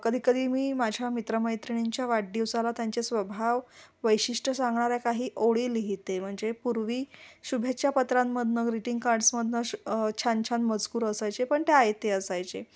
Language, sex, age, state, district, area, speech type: Marathi, female, 45-60, Maharashtra, Kolhapur, urban, spontaneous